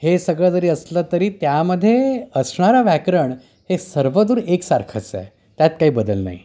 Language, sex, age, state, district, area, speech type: Marathi, male, 30-45, Maharashtra, Yavatmal, urban, spontaneous